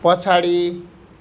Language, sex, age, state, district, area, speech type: Nepali, male, 30-45, West Bengal, Darjeeling, rural, read